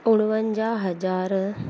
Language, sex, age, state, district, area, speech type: Sindhi, female, 30-45, Gujarat, Surat, urban, spontaneous